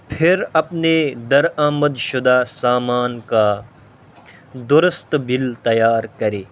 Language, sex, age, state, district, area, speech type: Urdu, male, 18-30, Delhi, North East Delhi, rural, spontaneous